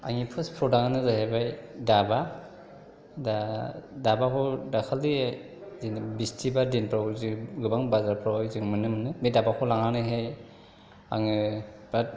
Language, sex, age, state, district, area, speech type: Bodo, male, 30-45, Assam, Chirang, rural, spontaneous